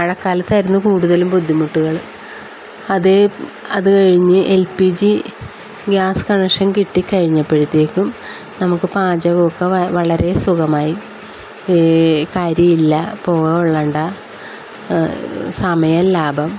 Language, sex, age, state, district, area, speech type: Malayalam, female, 45-60, Kerala, Wayanad, rural, spontaneous